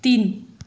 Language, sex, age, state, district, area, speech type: Nepali, female, 45-60, West Bengal, Jalpaiguri, rural, read